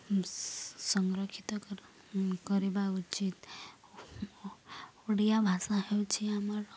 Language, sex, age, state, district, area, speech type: Odia, female, 18-30, Odisha, Balangir, urban, spontaneous